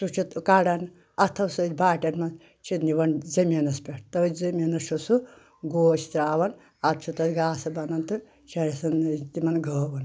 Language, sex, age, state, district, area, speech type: Kashmiri, female, 60+, Jammu and Kashmir, Anantnag, rural, spontaneous